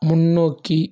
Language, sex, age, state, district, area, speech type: Tamil, male, 18-30, Tamil Nadu, Nagapattinam, rural, read